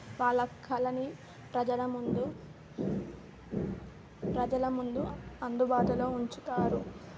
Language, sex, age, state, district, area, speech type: Telugu, female, 18-30, Telangana, Mahbubnagar, urban, spontaneous